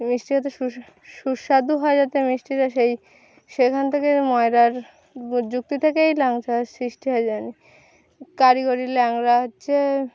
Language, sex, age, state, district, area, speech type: Bengali, female, 18-30, West Bengal, Birbhum, urban, spontaneous